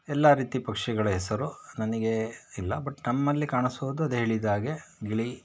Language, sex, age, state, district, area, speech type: Kannada, male, 45-60, Karnataka, Shimoga, rural, spontaneous